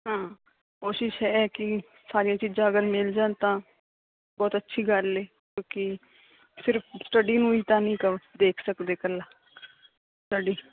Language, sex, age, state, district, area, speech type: Punjabi, female, 45-60, Punjab, Fazilka, rural, conversation